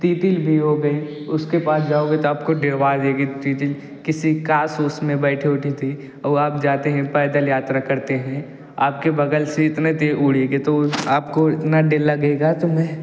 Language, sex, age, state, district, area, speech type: Hindi, male, 18-30, Uttar Pradesh, Jaunpur, urban, spontaneous